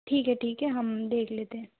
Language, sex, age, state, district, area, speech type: Hindi, female, 18-30, Uttar Pradesh, Jaunpur, urban, conversation